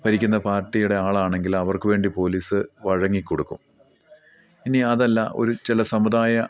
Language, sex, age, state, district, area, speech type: Malayalam, male, 45-60, Kerala, Idukki, rural, spontaneous